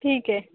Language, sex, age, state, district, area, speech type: Marathi, female, 18-30, Maharashtra, Akola, rural, conversation